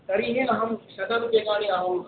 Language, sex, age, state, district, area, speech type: Sanskrit, female, 18-30, Kerala, Palakkad, rural, conversation